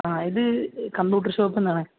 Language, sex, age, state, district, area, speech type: Malayalam, male, 30-45, Kerala, Malappuram, rural, conversation